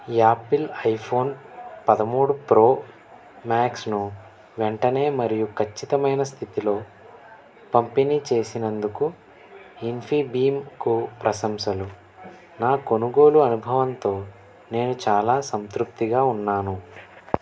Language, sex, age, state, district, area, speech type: Telugu, male, 18-30, Andhra Pradesh, N T Rama Rao, urban, read